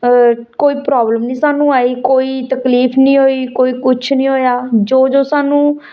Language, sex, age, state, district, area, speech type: Dogri, female, 30-45, Jammu and Kashmir, Samba, rural, spontaneous